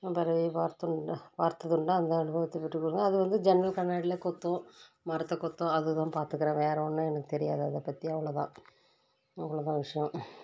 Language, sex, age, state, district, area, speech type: Tamil, female, 30-45, Tamil Nadu, Tirupattur, rural, spontaneous